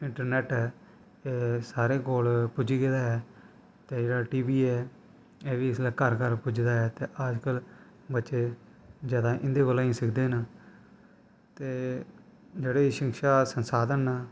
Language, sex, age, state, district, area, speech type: Dogri, male, 18-30, Jammu and Kashmir, Kathua, rural, spontaneous